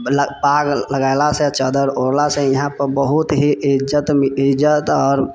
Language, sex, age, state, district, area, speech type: Maithili, male, 18-30, Bihar, Sitamarhi, rural, spontaneous